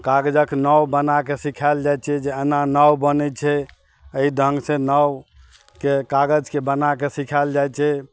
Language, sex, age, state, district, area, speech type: Maithili, male, 45-60, Bihar, Madhubani, rural, spontaneous